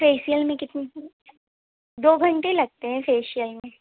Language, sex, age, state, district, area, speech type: Hindi, female, 30-45, Madhya Pradesh, Bhopal, urban, conversation